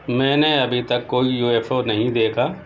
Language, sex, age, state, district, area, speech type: Urdu, male, 60+, Uttar Pradesh, Shahjahanpur, rural, spontaneous